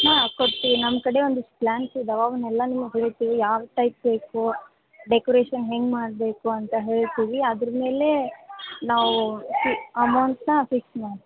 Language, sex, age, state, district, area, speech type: Kannada, female, 18-30, Karnataka, Gadag, rural, conversation